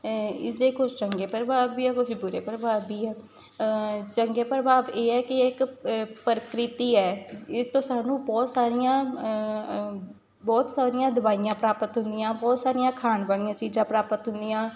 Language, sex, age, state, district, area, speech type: Punjabi, female, 18-30, Punjab, Shaheed Bhagat Singh Nagar, rural, spontaneous